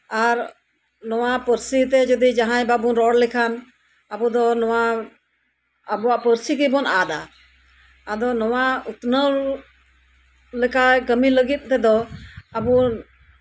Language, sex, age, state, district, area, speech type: Santali, female, 60+, West Bengal, Birbhum, rural, spontaneous